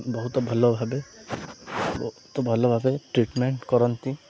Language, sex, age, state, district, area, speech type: Odia, male, 18-30, Odisha, Koraput, urban, spontaneous